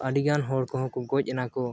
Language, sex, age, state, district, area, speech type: Santali, male, 18-30, Jharkhand, East Singhbhum, rural, spontaneous